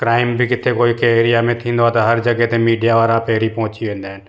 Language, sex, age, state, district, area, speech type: Sindhi, male, 45-60, Gujarat, Surat, urban, spontaneous